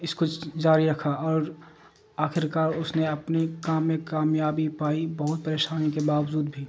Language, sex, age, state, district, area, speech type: Urdu, male, 45-60, Bihar, Darbhanga, rural, spontaneous